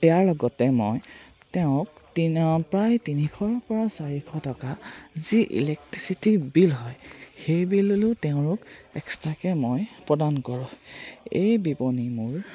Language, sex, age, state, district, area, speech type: Assamese, male, 18-30, Assam, Charaideo, rural, spontaneous